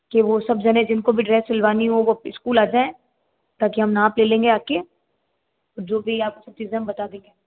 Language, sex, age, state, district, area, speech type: Hindi, female, 30-45, Rajasthan, Jodhpur, urban, conversation